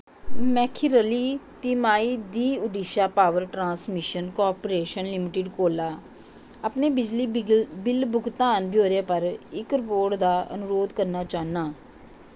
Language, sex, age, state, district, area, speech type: Dogri, female, 45-60, Jammu and Kashmir, Jammu, urban, read